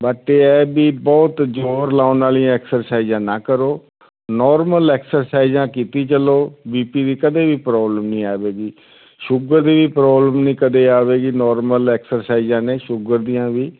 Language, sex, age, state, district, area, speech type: Punjabi, male, 60+, Punjab, Fazilka, rural, conversation